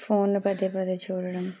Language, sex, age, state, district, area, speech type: Telugu, female, 30-45, Telangana, Medchal, urban, spontaneous